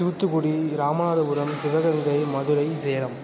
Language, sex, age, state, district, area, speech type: Tamil, male, 18-30, Tamil Nadu, Tiruvarur, rural, spontaneous